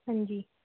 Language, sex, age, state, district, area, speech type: Hindi, female, 30-45, Madhya Pradesh, Jabalpur, urban, conversation